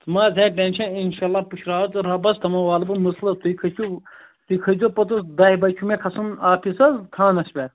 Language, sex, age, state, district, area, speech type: Kashmiri, male, 18-30, Jammu and Kashmir, Ganderbal, rural, conversation